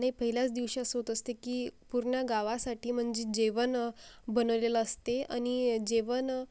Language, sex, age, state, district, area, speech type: Marathi, female, 18-30, Maharashtra, Akola, rural, spontaneous